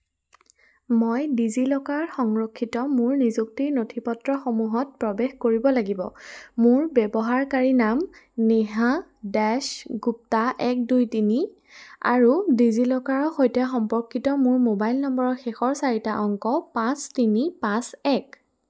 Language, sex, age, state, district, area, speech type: Assamese, female, 18-30, Assam, Jorhat, urban, read